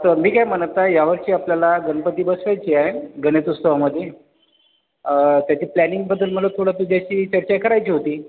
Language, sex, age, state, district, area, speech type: Marathi, male, 30-45, Maharashtra, Washim, rural, conversation